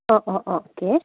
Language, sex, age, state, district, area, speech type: Assamese, female, 18-30, Assam, Charaideo, urban, conversation